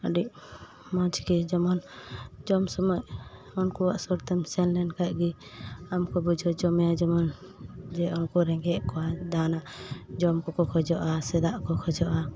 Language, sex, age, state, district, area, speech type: Santali, female, 18-30, West Bengal, Paschim Bardhaman, rural, spontaneous